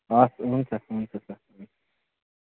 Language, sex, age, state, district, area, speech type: Nepali, male, 18-30, West Bengal, Darjeeling, rural, conversation